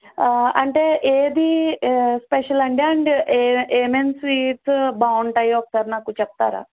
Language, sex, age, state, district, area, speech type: Telugu, female, 30-45, Andhra Pradesh, N T Rama Rao, urban, conversation